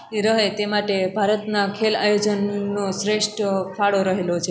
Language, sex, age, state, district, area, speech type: Gujarati, female, 18-30, Gujarat, Junagadh, rural, spontaneous